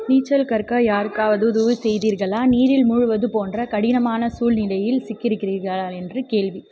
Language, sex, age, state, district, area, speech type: Tamil, female, 18-30, Tamil Nadu, Krishnagiri, rural, spontaneous